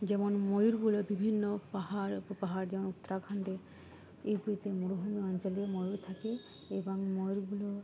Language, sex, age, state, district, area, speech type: Bengali, female, 18-30, West Bengal, Dakshin Dinajpur, urban, spontaneous